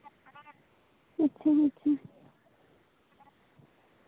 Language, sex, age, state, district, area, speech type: Santali, female, 18-30, West Bengal, Bankura, rural, conversation